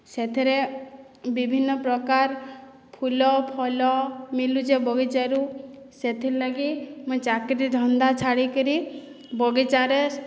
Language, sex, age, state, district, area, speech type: Odia, female, 30-45, Odisha, Boudh, rural, spontaneous